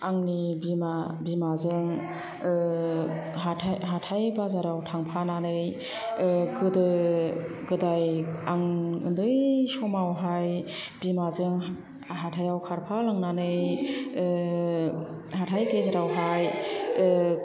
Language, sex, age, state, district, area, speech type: Bodo, female, 45-60, Assam, Kokrajhar, urban, spontaneous